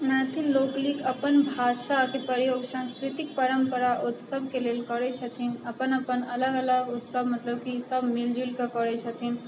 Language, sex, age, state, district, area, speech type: Maithili, female, 30-45, Bihar, Sitamarhi, rural, spontaneous